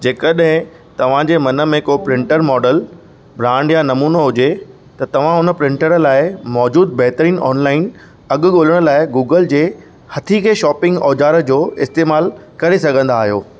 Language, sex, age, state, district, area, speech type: Sindhi, male, 30-45, Maharashtra, Thane, rural, read